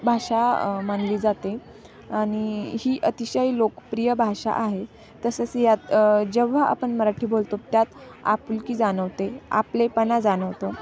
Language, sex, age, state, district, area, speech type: Marathi, female, 18-30, Maharashtra, Nashik, rural, spontaneous